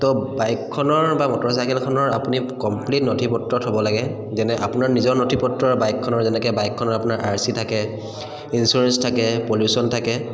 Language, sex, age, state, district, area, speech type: Assamese, male, 30-45, Assam, Charaideo, urban, spontaneous